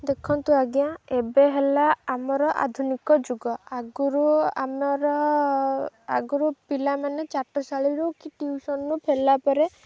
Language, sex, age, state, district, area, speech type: Odia, female, 18-30, Odisha, Jagatsinghpur, urban, spontaneous